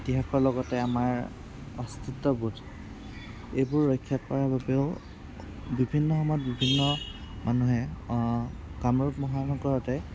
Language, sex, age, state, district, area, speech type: Assamese, male, 18-30, Assam, Kamrup Metropolitan, urban, spontaneous